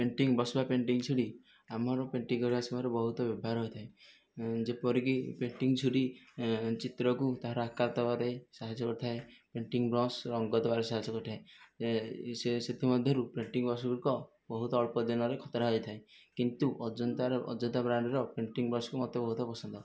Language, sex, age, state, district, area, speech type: Odia, male, 30-45, Odisha, Nayagarh, rural, spontaneous